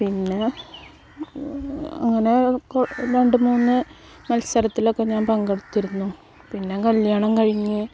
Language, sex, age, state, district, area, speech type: Malayalam, female, 45-60, Kerala, Malappuram, rural, spontaneous